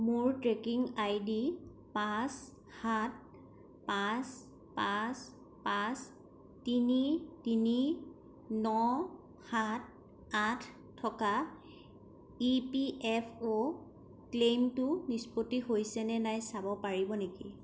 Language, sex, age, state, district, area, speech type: Assamese, female, 18-30, Assam, Kamrup Metropolitan, urban, read